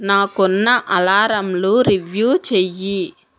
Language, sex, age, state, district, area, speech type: Telugu, female, 18-30, Telangana, Mancherial, rural, read